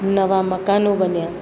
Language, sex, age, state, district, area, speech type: Gujarati, female, 60+, Gujarat, Valsad, urban, spontaneous